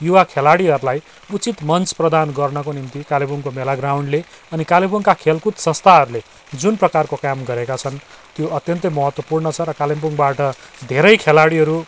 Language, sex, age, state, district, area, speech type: Nepali, male, 45-60, West Bengal, Kalimpong, rural, spontaneous